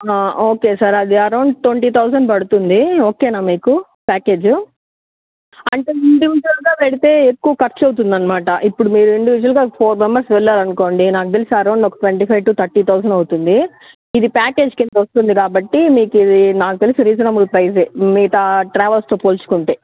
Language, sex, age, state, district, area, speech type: Telugu, female, 30-45, Andhra Pradesh, Sri Balaji, rural, conversation